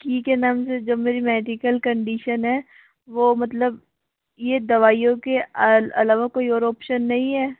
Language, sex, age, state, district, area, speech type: Hindi, male, 45-60, Rajasthan, Jaipur, urban, conversation